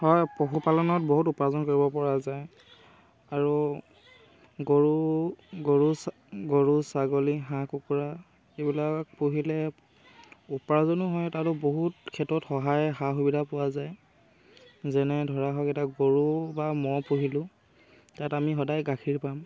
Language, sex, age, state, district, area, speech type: Assamese, male, 18-30, Assam, Dhemaji, rural, spontaneous